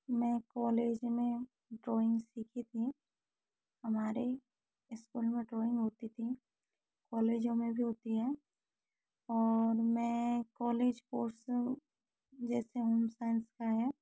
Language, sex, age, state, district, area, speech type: Hindi, female, 30-45, Rajasthan, Karauli, urban, spontaneous